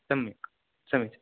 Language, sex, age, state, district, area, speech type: Sanskrit, male, 18-30, Tamil Nadu, Tiruvallur, rural, conversation